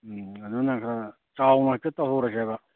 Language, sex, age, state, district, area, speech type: Manipuri, male, 60+, Manipur, Kakching, rural, conversation